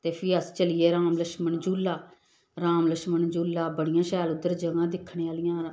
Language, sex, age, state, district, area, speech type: Dogri, female, 45-60, Jammu and Kashmir, Samba, rural, spontaneous